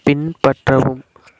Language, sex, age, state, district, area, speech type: Tamil, male, 18-30, Tamil Nadu, Namakkal, rural, read